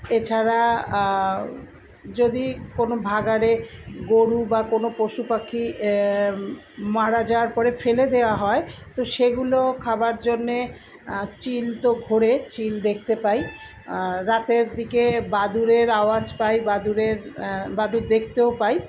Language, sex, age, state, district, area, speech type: Bengali, female, 60+, West Bengal, Purba Bardhaman, urban, spontaneous